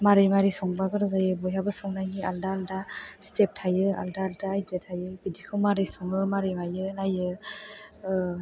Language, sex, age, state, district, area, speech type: Bodo, female, 18-30, Assam, Chirang, urban, spontaneous